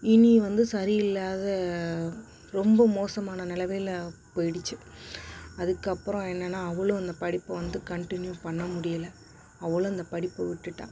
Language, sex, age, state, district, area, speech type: Tamil, female, 30-45, Tamil Nadu, Perambalur, rural, spontaneous